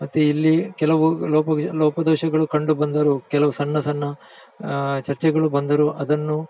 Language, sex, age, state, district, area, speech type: Kannada, male, 45-60, Karnataka, Dakshina Kannada, rural, spontaneous